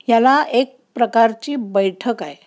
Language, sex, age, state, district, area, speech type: Marathi, female, 60+, Maharashtra, Pune, urban, spontaneous